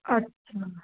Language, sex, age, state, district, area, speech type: Sindhi, female, 30-45, Gujarat, Surat, urban, conversation